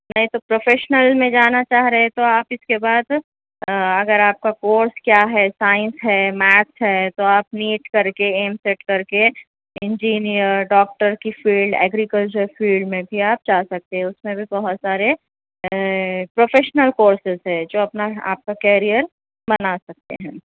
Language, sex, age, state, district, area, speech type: Urdu, female, 18-30, Telangana, Hyderabad, urban, conversation